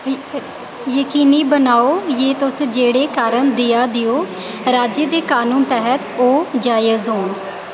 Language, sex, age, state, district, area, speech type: Dogri, female, 18-30, Jammu and Kashmir, Reasi, rural, read